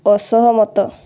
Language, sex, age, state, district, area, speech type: Odia, female, 18-30, Odisha, Boudh, rural, read